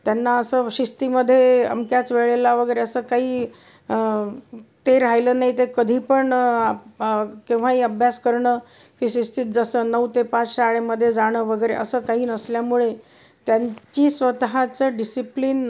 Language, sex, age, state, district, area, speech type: Marathi, female, 60+, Maharashtra, Pune, urban, spontaneous